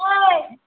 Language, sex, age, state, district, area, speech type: Bengali, female, 30-45, West Bengal, Murshidabad, urban, conversation